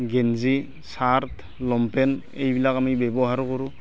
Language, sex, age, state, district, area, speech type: Assamese, male, 30-45, Assam, Barpeta, rural, spontaneous